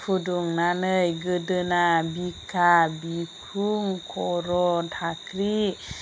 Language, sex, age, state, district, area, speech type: Bodo, female, 45-60, Assam, Chirang, rural, spontaneous